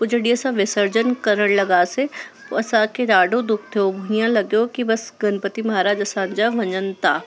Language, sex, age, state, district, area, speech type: Sindhi, female, 30-45, Delhi, South Delhi, urban, spontaneous